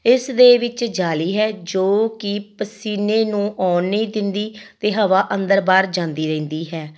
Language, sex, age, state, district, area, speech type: Punjabi, female, 30-45, Punjab, Tarn Taran, rural, spontaneous